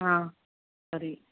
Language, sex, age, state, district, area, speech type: Tamil, female, 45-60, Tamil Nadu, Viluppuram, rural, conversation